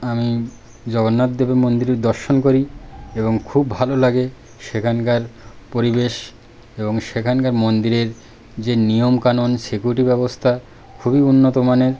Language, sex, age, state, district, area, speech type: Bengali, male, 30-45, West Bengal, Birbhum, urban, spontaneous